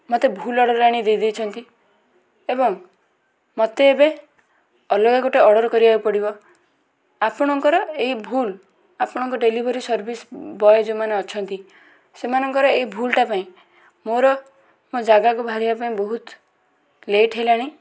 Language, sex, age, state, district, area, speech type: Odia, female, 18-30, Odisha, Bhadrak, rural, spontaneous